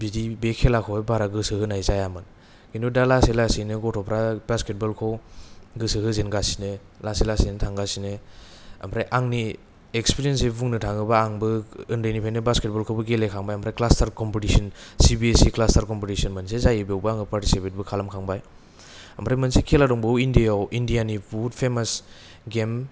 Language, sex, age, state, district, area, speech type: Bodo, male, 18-30, Assam, Kokrajhar, urban, spontaneous